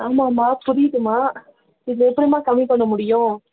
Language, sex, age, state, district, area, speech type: Tamil, female, 18-30, Tamil Nadu, Nilgiris, rural, conversation